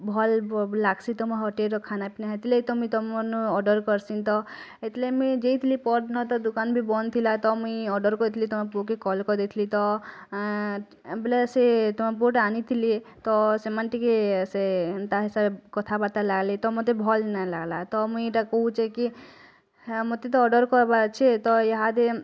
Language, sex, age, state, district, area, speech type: Odia, female, 18-30, Odisha, Bargarh, rural, spontaneous